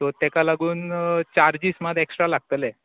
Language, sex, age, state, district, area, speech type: Goan Konkani, male, 18-30, Goa, Bardez, urban, conversation